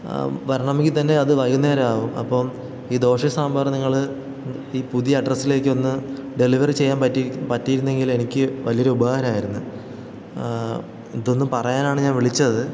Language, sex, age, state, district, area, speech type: Malayalam, male, 18-30, Kerala, Thiruvananthapuram, rural, spontaneous